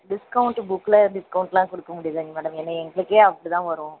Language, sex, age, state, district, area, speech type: Tamil, female, 30-45, Tamil Nadu, Chennai, urban, conversation